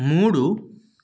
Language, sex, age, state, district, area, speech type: Telugu, male, 30-45, Telangana, Sangareddy, urban, read